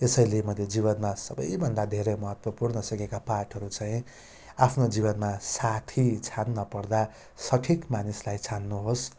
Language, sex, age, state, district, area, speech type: Nepali, male, 30-45, West Bengal, Darjeeling, rural, spontaneous